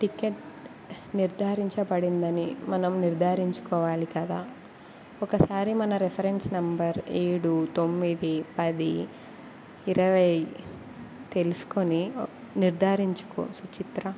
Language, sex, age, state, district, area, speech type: Telugu, female, 18-30, Andhra Pradesh, Kurnool, rural, spontaneous